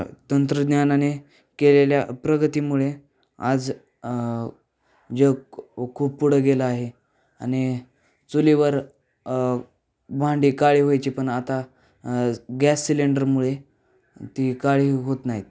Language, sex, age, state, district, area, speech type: Marathi, male, 18-30, Maharashtra, Osmanabad, rural, spontaneous